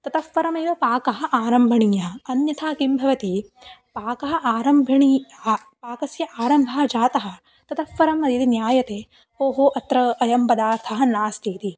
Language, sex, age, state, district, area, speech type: Sanskrit, female, 18-30, Maharashtra, Sindhudurg, rural, spontaneous